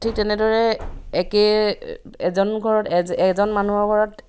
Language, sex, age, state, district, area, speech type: Assamese, female, 30-45, Assam, Dhemaji, rural, spontaneous